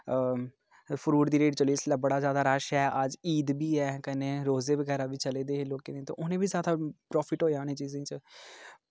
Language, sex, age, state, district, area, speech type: Dogri, male, 18-30, Jammu and Kashmir, Kathua, rural, spontaneous